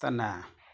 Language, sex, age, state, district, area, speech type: Malayalam, male, 45-60, Kerala, Malappuram, rural, spontaneous